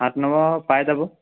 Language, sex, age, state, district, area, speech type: Assamese, male, 45-60, Assam, Charaideo, rural, conversation